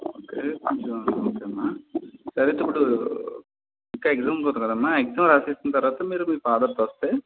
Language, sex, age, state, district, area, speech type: Telugu, male, 30-45, Andhra Pradesh, Konaseema, urban, conversation